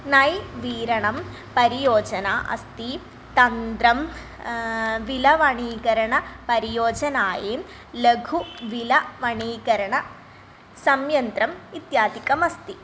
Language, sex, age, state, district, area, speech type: Sanskrit, female, 18-30, Kerala, Thrissur, rural, spontaneous